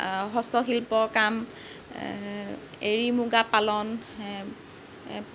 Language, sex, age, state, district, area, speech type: Assamese, female, 45-60, Assam, Lakhimpur, rural, spontaneous